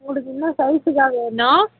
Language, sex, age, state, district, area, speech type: Tamil, female, 18-30, Tamil Nadu, Vellore, urban, conversation